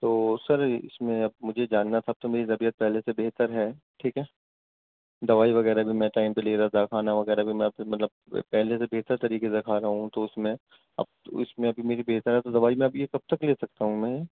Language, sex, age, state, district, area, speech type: Urdu, male, 18-30, Delhi, East Delhi, urban, conversation